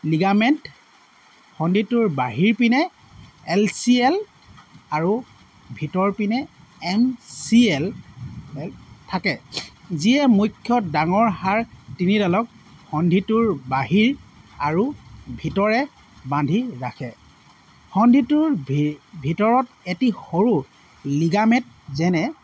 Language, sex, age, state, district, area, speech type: Assamese, male, 30-45, Assam, Sivasagar, rural, spontaneous